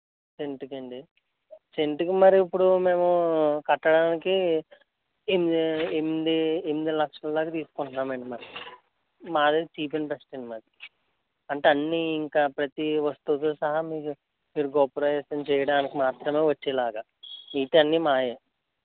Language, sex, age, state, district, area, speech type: Telugu, male, 30-45, Andhra Pradesh, East Godavari, rural, conversation